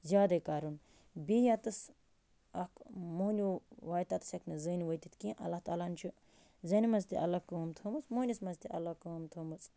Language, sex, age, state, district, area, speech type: Kashmiri, female, 30-45, Jammu and Kashmir, Baramulla, rural, spontaneous